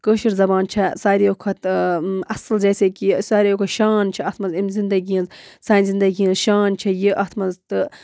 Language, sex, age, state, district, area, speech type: Kashmiri, female, 45-60, Jammu and Kashmir, Budgam, rural, spontaneous